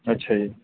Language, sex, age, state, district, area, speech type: Punjabi, male, 18-30, Punjab, Kapurthala, rural, conversation